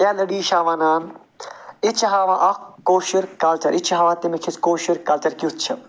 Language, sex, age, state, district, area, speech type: Kashmiri, male, 45-60, Jammu and Kashmir, Srinagar, rural, spontaneous